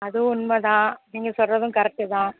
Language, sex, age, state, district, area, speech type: Tamil, female, 60+, Tamil Nadu, Mayiladuthurai, urban, conversation